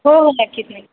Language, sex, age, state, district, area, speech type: Marathi, female, 18-30, Maharashtra, Ahmednagar, rural, conversation